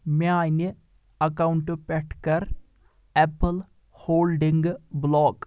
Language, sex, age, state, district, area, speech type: Kashmiri, male, 18-30, Jammu and Kashmir, Anantnag, rural, read